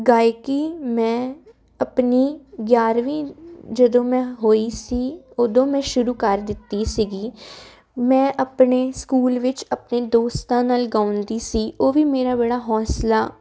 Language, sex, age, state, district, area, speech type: Punjabi, female, 18-30, Punjab, Jalandhar, urban, spontaneous